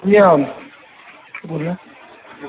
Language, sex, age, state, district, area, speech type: Urdu, male, 60+, Uttar Pradesh, Rampur, urban, conversation